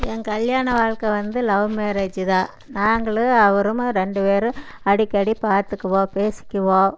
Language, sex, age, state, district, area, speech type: Tamil, female, 60+, Tamil Nadu, Erode, urban, spontaneous